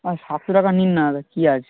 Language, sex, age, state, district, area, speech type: Bengali, male, 18-30, West Bengal, South 24 Parganas, rural, conversation